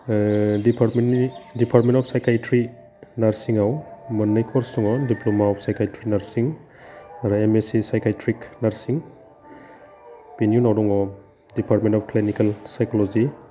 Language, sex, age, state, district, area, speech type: Bodo, male, 30-45, Assam, Udalguri, urban, spontaneous